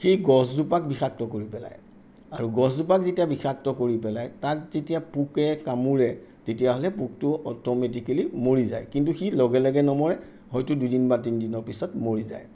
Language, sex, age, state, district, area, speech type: Assamese, male, 60+, Assam, Sonitpur, urban, spontaneous